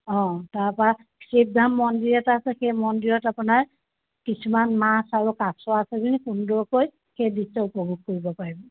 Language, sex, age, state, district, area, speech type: Assamese, female, 60+, Assam, Tinsukia, rural, conversation